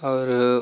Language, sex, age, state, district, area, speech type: Hindi, male, 18-30, Uttar Pradesh, Pratapgarh, rural, spontaneous